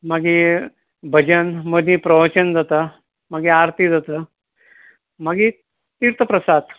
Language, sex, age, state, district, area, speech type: Goan Konkani, male, 45-60, Goa, Ponda, rural, conversation